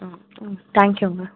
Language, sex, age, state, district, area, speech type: Tamil, female, 45-60, Tamil Nadu, Cuddalore, urban, conversation